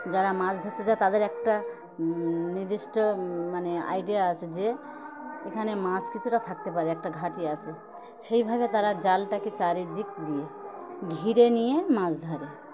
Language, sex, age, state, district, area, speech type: Bengali, female, 60+, West Bengal, Birbhum, urban, spontaneous